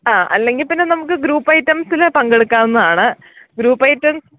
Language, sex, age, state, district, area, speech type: Malayalam, female, 30-45, Kerala, Idukki, rural, conversation